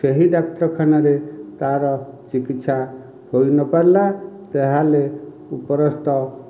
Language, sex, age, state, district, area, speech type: Odia, male, 45-60, Odisha, Dhenkanal, rural, spontaneous